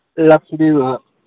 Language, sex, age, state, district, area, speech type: Gujarati, male, 30-45, Gujarat, Aravalli, urban, conversation